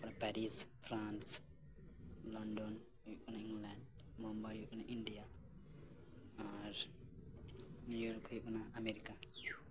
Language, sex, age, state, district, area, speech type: Santali, male, 18-30, West Bengal, Birbhum, rural, spontaneous